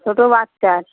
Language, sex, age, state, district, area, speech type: Bengali, female, 45-60, West Bengal, Uttar Dinajpur, urban, conversation